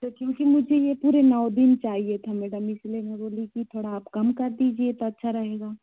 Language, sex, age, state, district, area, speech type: Hindi, female, 60+, Madhya Pradesh, Bhopal, rural, conversation